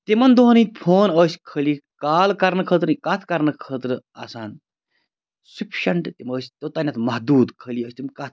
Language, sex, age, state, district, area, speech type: Kashmiri, male, 30-45, Jammu and Kashmir, Bandipora, rural, spontaneous